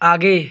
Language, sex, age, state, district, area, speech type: Hindi, male, 18-30, Uttar Pradesh, Jaunpur, urban, read